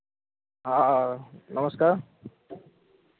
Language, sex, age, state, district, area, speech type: Hindi, male, 18-30, Bihar, Vaishali, rural, conversation